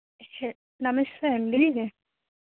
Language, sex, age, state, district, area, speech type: Telugu, female, 18-30, Andhra Pradesh, Vizianagaram, rural, conversation